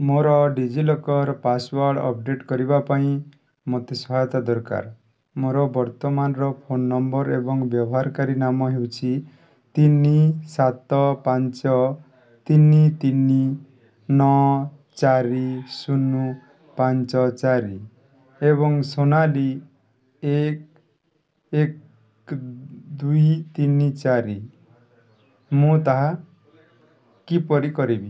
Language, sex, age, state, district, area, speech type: Odia, male, 30-45, Odisha, Nuapada, urban, read